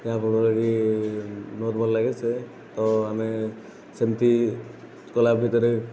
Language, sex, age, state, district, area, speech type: Odia, male, 18-30, Odisha, Nayagarh, rural, spontaneous